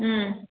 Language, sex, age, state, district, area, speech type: Manipuri, female, 30-45, Manipur, Kakching, rural, conversation